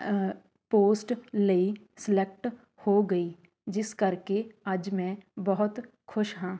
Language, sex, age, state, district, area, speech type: Punjabi, female, 30-45, Punjab, Shaheed Bhagat Singh Nagar, urban, spontaneous